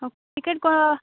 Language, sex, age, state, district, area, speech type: Odia, female, 18-30, Odisha, Nabarangpur, urban, conversation